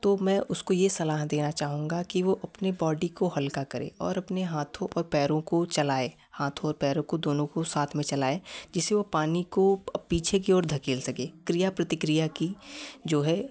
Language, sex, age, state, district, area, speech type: Hindi, male, 18-30, Uttar Pradesh, Prayagraj, rural, spontaneous